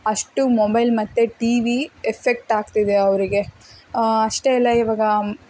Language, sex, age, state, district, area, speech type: Kannada, female, 18-30, Karnataka, Davanagere, rural, spontaneous